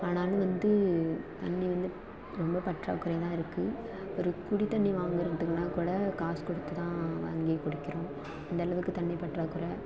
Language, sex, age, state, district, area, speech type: Tamil, female, 18-30, Tamil Nadu, Thanjavur, rural, spontaneous